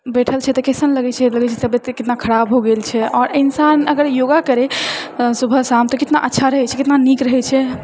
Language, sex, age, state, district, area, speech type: Maithili, female, 30-45, Bihar, Purnia, urban, spontaneous